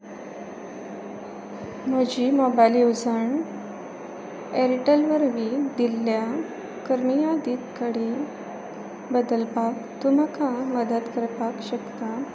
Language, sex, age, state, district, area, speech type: Goan Konkani, female, 18-30, Goa, Pernem, rural, read